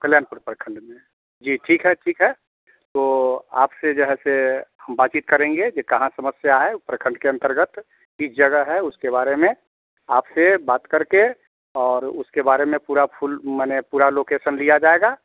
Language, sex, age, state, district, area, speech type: Hindi, male, 45-60, Bihar, Samastipur, urban, conversation